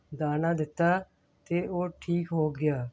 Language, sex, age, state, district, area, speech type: Punjabi, female, 60+, Punjab, Hoshiarpur, rural, spontaneous